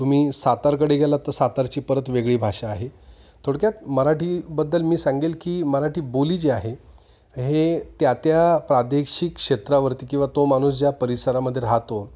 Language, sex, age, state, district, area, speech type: Marathi, male, 45-60, Maharashtra, Nashik, urban, spontaneous